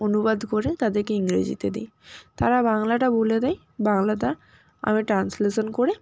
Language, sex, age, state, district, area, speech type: Bengali, female, 18-30, West Bengal, Purba Medinipur, rural, spontaneous